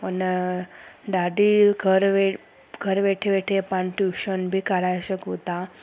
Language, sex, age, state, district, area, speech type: Sindhi, female, 30-45, Gujarat, Surat, urban, spontaneous